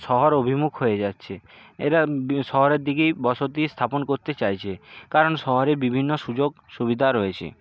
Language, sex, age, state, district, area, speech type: Bengali, male, 60+, West Bengal, Nadia, rural, spontaneous